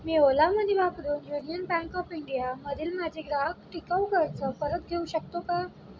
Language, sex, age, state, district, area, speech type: Marathi, female, 18-30, Maharashtra, Wardha, rural, read